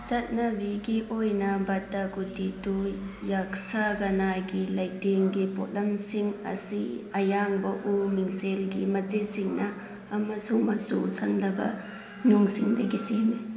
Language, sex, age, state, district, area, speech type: Manipuri, female, 30-45, Manipur, Thoubal, rural, read